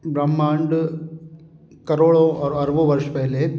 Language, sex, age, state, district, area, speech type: Hindi, male, 45-60, Madhya Pradesh, Gwalior, rural, spontaneous